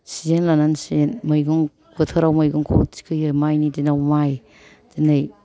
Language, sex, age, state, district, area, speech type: Bodo, female, 60+, Assam, Kokrajhar, rural, spontaneous